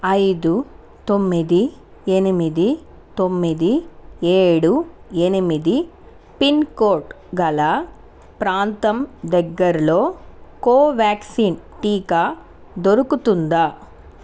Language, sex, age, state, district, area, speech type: Telugu, female, 30-45, Andhra Pradesh, Sri Balaji, rural, read